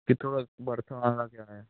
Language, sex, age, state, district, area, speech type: Punjabi, male, 18-30, Punjab, Hoshiarpur, urban, conversation